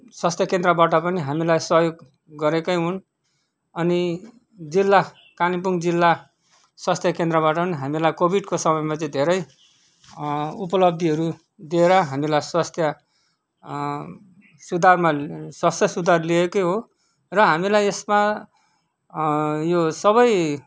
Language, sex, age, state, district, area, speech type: Nepali, male, 45-60, West Bengal, Kalimpong, rural, spontaneous